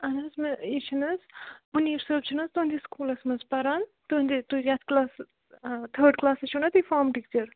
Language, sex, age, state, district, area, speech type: Kashmiri, female, 30-45, Jammu and Kashmir, Bandipora, rural, conversation